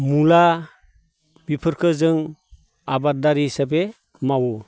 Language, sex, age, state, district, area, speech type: Bodo, male, 60+, Assam, Baksa, rural, spontaneous